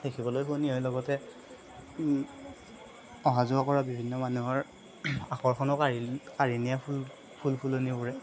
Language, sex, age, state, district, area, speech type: Assamese, male, 18-30, Assam, Darrang, rural, spontaneous